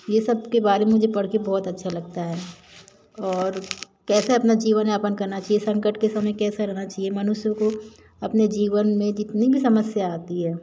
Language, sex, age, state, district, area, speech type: Hindi, female, 45-60, Madhya Pradesh, Jabalpur, urban, spontaneous